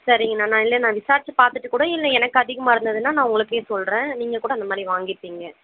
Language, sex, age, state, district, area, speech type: Tamil, female, 18-30, Tamil Nadu, Krishnagiri, rural, conversation